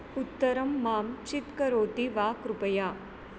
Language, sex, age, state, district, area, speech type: Sanskrit, female, 30-45, Maharashtra, Nagpur, urban, read